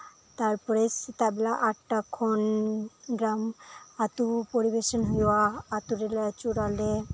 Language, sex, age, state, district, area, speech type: Santali, female, 18-30, West Bengal, Birbhum, rural, spontaneous